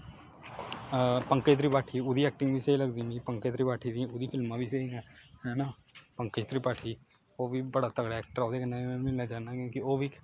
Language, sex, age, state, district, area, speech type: Dogri, male, 18-30, Jammu and Kashmir, Kathua, rural, spontaneous